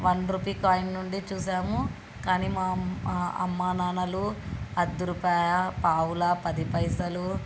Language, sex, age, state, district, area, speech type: Telugu, female, 18-30, Andhra Pradesh, Krishna, urban, spontaneous